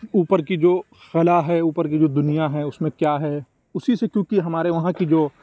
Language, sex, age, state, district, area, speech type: Urdu, male, 45-60, Uttar Pradesh, Lucknow, urban, spontaneous